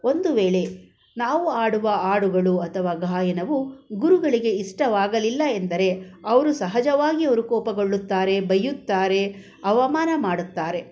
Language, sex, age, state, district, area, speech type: Kannada, female, 45-60, Karnataka, Bangalore Rural, rural, spontaneous